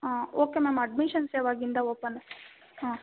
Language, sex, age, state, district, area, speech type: Kannada, female, 18-30, Karnataka, Bangalore Rural, rural, conversation